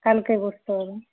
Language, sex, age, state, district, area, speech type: Bengali, female, 60+, West Bengal, Jhargram, rural, conversation